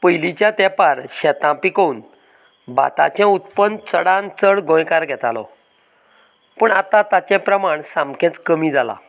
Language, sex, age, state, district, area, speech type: Goan Konkani, male, 45-60, Goa, Canacona, rural, spontaneous